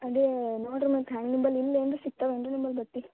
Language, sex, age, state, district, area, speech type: Kannada, female, 18-30, Karnataka, Gulbarga, urban, conversation